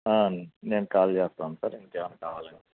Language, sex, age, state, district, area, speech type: Telugu, male, 45-60, Andhra Pradesh, N T Rama Rao, urban, conversation